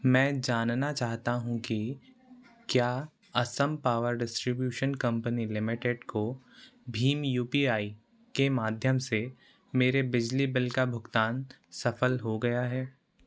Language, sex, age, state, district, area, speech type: Hindi, male, 18-30, Madhya Pradesh, Seoni, urban, read